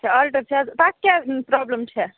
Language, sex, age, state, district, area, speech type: Kashmiri, female, 30-45, Jammu and Kashmir, Budgam, rural, conversation